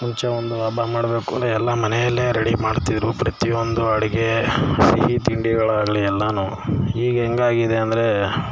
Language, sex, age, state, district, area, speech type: Kannada, male, 45-60, Karnataka, Mysore, rural, spontaneous